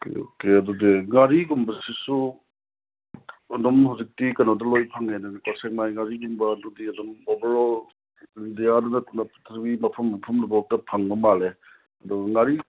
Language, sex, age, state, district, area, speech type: Manipuri, male, 30-45, Manipur, Kangpokpi, urban, conversation